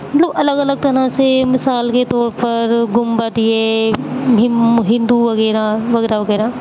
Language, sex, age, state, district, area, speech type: Urdu, female, 18-30, Uttar Pradesh, Aligarh, urban, spontaneous